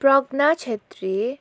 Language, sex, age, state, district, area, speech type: Nepali, female, 18-30, West Bengal, Darjeeling, rural, spontaneous